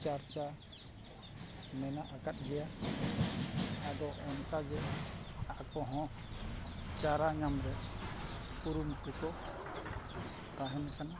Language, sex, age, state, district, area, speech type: Santali, male, 45-60, Odisha, Mayurbhanj, rural, spontaneous